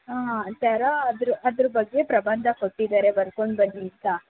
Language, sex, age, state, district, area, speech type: Kannada, female, 45-60, Karnataka, Tumkur, rural, conversation